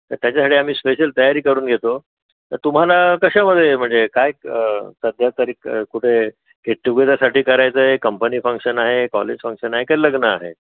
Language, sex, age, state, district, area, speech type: Marathi, male, 60+, Maharashtra, Mumbai Suburban, urban, conversation